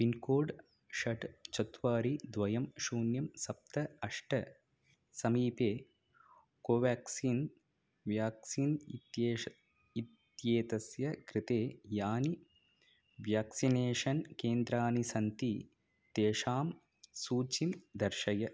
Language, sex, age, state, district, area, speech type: Sanskrit, male, 30-45, Tamil Nadu, Chennai, urban, read